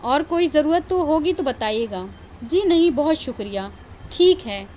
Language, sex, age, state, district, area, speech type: Urdu, female, 18-30, Delhi, South Delhi, urban, spontaneous